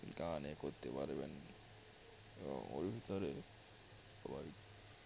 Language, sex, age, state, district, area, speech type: Bengali, male, 60+, West Bengal, Birbhum, urban, spontaneous